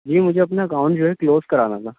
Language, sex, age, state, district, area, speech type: Urdu, male, 18-30, Delhi, East Delhi, urban, conversation